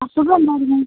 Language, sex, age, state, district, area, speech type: Malayalam, female, 45-60, Kerala, Wayanad, rural, conversation